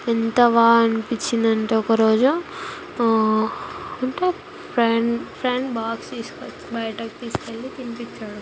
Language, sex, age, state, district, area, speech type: Telugu, female, 18-30, Telangana, Ranga Reddy, urban, spontaneous